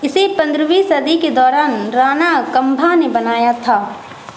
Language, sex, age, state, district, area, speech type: Urdu, female, 30-45, Bihar, Supaul, rural, read